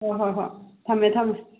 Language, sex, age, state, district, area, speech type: Manipuri, female, 45-60, Manipur, Kakching, rural, conversation